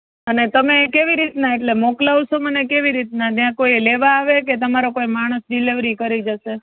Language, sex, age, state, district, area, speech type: Gujarati, female, 30-45, Gujarat, Rajkot, urban, conversation